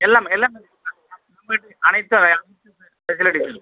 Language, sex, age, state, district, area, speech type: Tamil, male, 45-60, Tamil Nadu, Tiruppur, rural, conversation